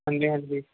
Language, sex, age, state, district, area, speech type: Punjabi, male, 18-30, Punjab, Firozpur, urban, conversation